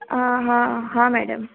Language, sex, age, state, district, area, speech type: Sindhi, female, 18-30, Gujarat, Surat, urban, conversation